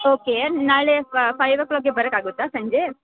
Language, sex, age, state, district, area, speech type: Kannada, female, 18-30, Karnataka, Mysore, urban, conversation